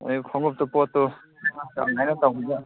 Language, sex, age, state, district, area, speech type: Manipuri, male, 30-45, Manipur, Kakching, rural, conversation